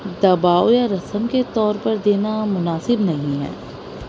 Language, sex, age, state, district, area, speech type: Urdu, female, 18-30, Delhi, North East Delhi, urban, spontaneous